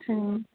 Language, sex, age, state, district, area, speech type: Tamil, female, 30-45, Tamil Nadu, Salem, urban, conversation